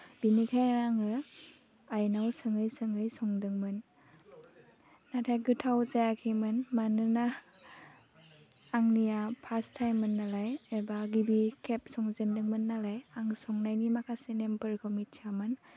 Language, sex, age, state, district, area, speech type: Bodo, female, 18-30, Assam, Baksa, rural, spontaneous